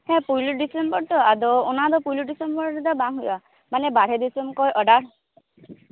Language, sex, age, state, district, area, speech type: Santali, female, 18-30, West Bengal, Purba Bardhaman, rural, conversation